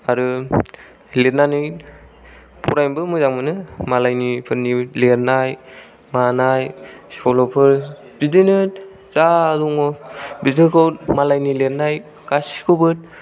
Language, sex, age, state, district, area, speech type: Bodo, male, 18-30, Assam, Kokrajhar, rural, spontaneous